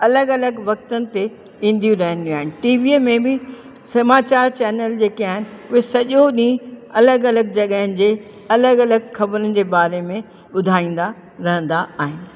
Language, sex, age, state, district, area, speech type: Sindhi, female, 60+, Uttar Pradesh, Lucknow, urban, spontaneous